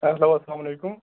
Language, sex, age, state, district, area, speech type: Kashmiri, male, 18-30, Jammu and Kashmir, Budgam, rural, conversation